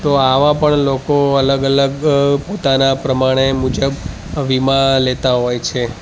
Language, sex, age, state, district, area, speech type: Gujarati, male, 30-45, Gujarat, Ahmedabad, urban, spontaneous